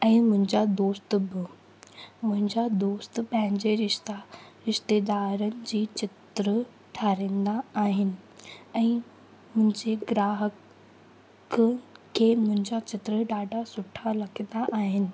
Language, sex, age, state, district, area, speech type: Sindhi, female, 18-30, Rajasthan, Ajmer, urban, spontaneous